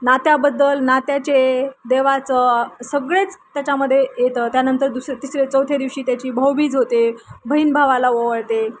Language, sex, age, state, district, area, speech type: Marathi, female, 30-45, Maharashtra, Nanded, rural, spontaneous